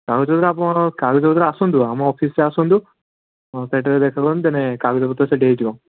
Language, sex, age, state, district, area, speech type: Odia, male, 18-30, Odisha, Balasore, rural, conversation